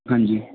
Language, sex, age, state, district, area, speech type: Punjabi, male, 45-60, Punjab, Barnala, rural, conversation